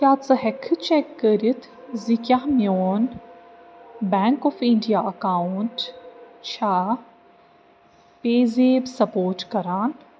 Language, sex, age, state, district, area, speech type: Kashmiri, female, 30-45, Jammu and Kashmir, Srinagar, urban, read